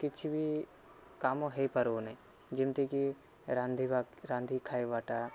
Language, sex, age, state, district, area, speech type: Odia, male, 18-30, Odisha, Rayagada, urban, spontaneous